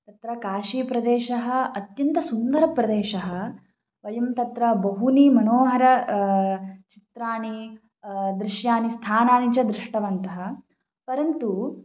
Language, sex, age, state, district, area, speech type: Sanskrit, female, 18-30, Karnataka, Chikkamagaluru, urban, spontaneous